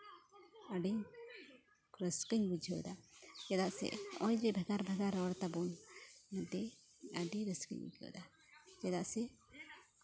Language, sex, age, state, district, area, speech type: Santali, female, 45-60, West Bengal, Purulia, rural, spontaneous